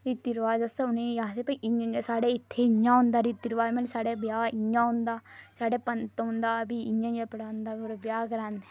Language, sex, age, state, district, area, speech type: Dogri, female, 30-45, Jammu and Kashmir, Reasi, rural, spontaneous